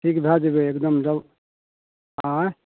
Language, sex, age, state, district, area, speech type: Maithili, male, 45-60, Bihar, Madhepura, rural, conversation